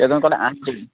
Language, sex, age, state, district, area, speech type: Assamese, male, 18-30, Assam, Dhemaji, urban, conversation